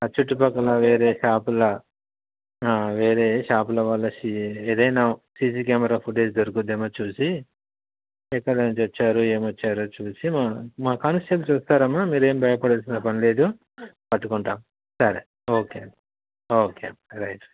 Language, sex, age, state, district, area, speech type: Telugu, male, 30-45, Andhra Pradesh, Nellore, urban, conversation